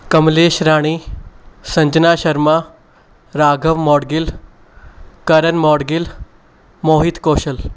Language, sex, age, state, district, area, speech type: Punjabi, male, 18-30, Punjab, Mohali, urban, spontaneous